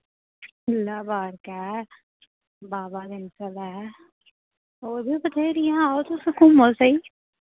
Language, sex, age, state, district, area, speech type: Dogri, female, 30-45, Jammu and Kashmir, Reasi, rural, conversation